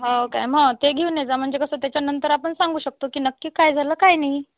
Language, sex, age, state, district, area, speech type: Marathi, female, 45-60, Maharashtra, Amravati, rural, conversation